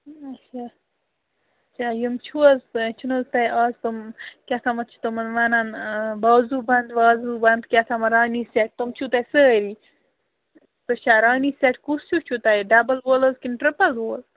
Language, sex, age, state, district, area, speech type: Kashmiri, female, 18-30, Jammu and Kashmir, Baramulla, rural, conversation